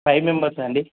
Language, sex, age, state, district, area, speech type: Telugu, male, 18-30, Telangana, Medak, rural, conversation